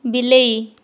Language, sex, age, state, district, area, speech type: Odia, female, 45-60, Odisha, Kandhamal, rural, read